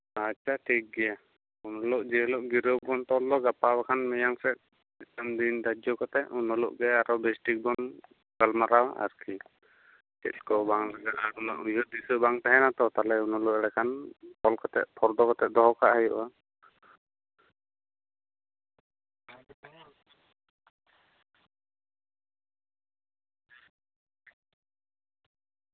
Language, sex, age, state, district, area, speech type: Santali, male, 18-30, West Bengal, Bankura, rural, conversation